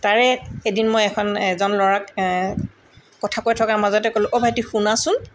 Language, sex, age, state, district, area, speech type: Assamese, female, 60+, Assam, Tinsukia, urban, spontaneous